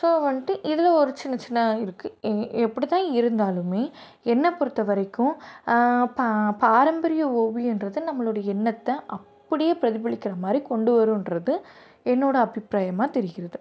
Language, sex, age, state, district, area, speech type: Tamil, female, 18-30, Tamil Nadu, Madurai, urban, spontaneous